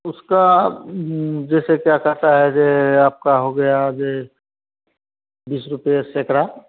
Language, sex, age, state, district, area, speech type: Hindi, male, 45-60, Bihar, Begusarai, urban, conversation